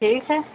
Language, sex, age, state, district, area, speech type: Urdu, female, 60+, Bihar, Gaya, urban, conversation